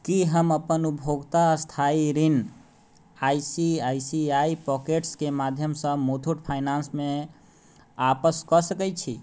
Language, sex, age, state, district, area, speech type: Maithili, male, 30-45, Bihar, Sitamarhi, rural, read